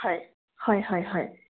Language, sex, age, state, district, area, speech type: Assamese, female, 18-30, Assam, Kamrup Metropolitan, urban, conversation